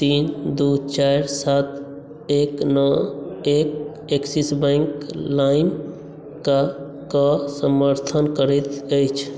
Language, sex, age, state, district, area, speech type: Maithili, male, 18-30, Bihar, Madhubani, rural, read